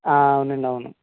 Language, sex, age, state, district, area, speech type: Telugu, male, 18-30, Andhra Pradesh, N T Rama Rao, urban, conversation